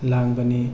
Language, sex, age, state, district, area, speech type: Manipuri, male, 30-45, Manipur, Tengnoupal, urban, spontaneous